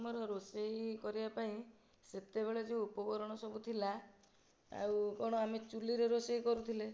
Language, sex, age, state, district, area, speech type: Odia, female, 45-60, Odisha, Nayagarh, rural, spontaneous